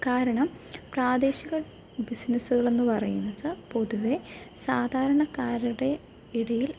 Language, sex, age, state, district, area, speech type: Malayalam, female, 18-30, Kerala, Pathanamthitta, urban, spontaneous